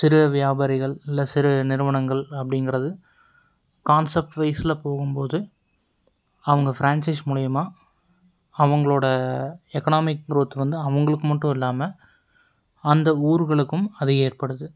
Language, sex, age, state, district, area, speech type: Tamil, male, 18-30, Tamil Nadu, Coimbatore, urban, spontaneous